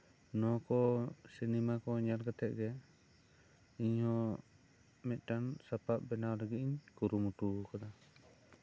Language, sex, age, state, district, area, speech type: Santali, male, 18-30, West Bengal, Bankura, rural, spontaneous